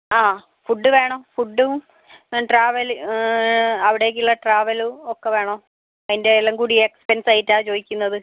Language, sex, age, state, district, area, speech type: Malayalam, female, 18-30, Kerala, Kozhikode, urban, conversation